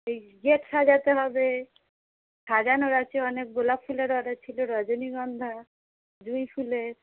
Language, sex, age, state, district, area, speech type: Bengali, female, 45-60, West Bengal, Hooghly, rural, conversation